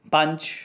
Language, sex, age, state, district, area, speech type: Punjabi, male, 30-45, Punjab, Rupnagar, urban, read